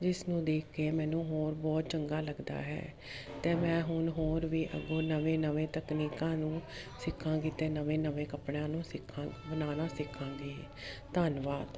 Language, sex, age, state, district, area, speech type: Punjabi, female, 30-45, Punjab, Jalandhar, urban, spontaneous